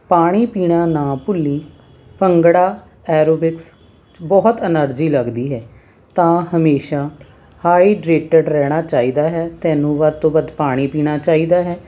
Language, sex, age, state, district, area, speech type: Punjabi, female, 45-60, Punjab, Hoshiarpur, urban, spontaneous